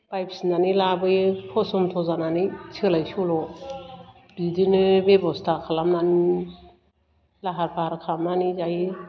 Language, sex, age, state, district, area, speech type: Bodo, female, 60+, Assam, Chirang, rural, spontaneous